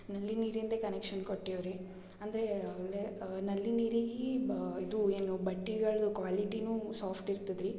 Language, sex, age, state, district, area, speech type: Kannada, female, 18-30, Karnataka, Gulbarga, urban, spontaneous